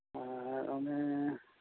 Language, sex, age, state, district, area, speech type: Santali, male, 60+, Odisha, Mayurbhanj, rural, conversation